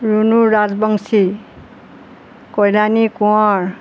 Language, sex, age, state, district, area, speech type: Assamese, female, 60+, Assam, Golaghat, urban, spontaneous